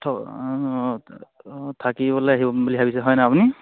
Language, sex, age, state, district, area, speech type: Assamese, male, 18-30, Assam, Charaideo, rural, conversation